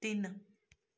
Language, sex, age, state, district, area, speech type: Punjabi, female, 30-45, Punjab, Amritsar, urban, read